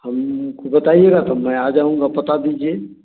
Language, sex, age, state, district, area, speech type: Hindi, male, 60+, Bihar, Samastipur, urban, conversation